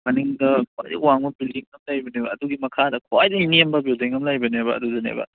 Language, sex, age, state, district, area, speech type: Manipuri, male, 18-30, Manipur, Kangpokpi, urban, conversation